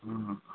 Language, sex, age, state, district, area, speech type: Maithili, male, 30-45, Bihar, Madhepura, rural, conversation